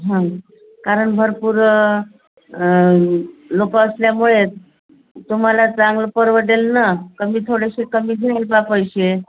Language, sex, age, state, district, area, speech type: Marathi, female, 45-60, Maharashtra, Thane, rural, conversation